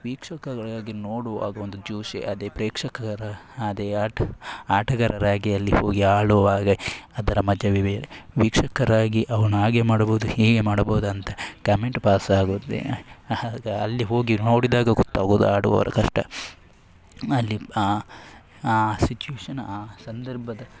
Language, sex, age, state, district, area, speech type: Kannada, male, 18-30, Karnataka, Dakshina Kannada, rural, spontaneous